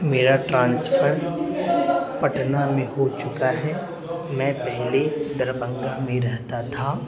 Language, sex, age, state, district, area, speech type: Urdu, male, 18-30, Bihar, Darbhanga, urban, spontaneous